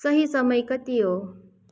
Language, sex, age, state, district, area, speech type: Nepali, female, 30-45, West Bengal, Kalimpong, rural, read